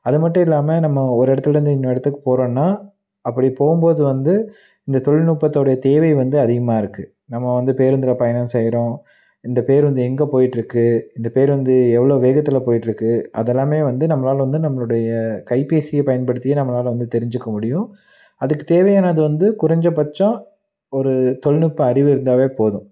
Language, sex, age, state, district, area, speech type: Tamil, male, 30-45, Tamil Nadu, Tiruppur, rural, spontaneous